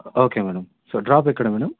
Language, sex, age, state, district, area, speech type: Telugu, male, 18-30, Andhra Pradesh, Anantapur, urban, conversation